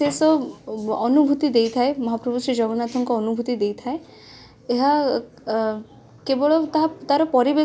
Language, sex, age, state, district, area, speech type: Odia, female, 18-30, Odisha, Cuttack, urban, spontaneous